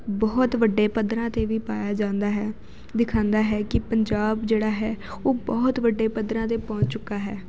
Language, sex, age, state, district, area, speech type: Punjabi, female, 18-30, Punjab, Jalandhar, urban, spontaneous